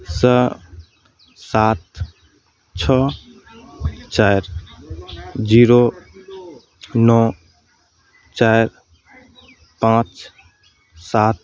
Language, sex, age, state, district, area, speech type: Maithili, male, 30-45, Bihar, Madhepura, urban, read